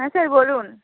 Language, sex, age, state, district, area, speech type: Bengali, female, 30-45, West Bengal, Bankura, urban, conversation